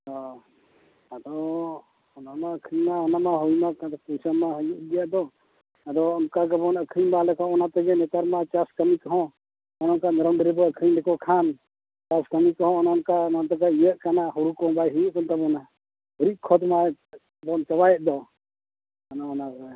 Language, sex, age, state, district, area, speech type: Santali, male, 60+, Odisha, Mayurbhanj, rural, conversation